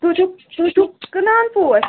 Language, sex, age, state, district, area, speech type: Kashmiri, female, 30-45, Jammu and Kashmir, Ganderbal, rural, conversation